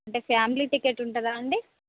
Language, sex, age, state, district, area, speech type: Telugu, female, 30-45, Telangana, Hanamkonda, urban, conversation